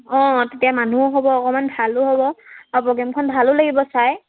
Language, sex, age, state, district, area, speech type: Assamese, female, 18-30, Assam, Sivasagar, rural, conversation